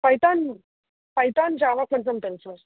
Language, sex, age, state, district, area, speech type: Telugu, female, 18-30, Telangana, Hyderabad, urban, conversation